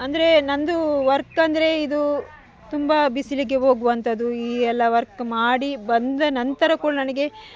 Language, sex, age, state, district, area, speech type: Kannada, female, 45-60, Karnataka, Dakshina Kannada, rural, spontaneous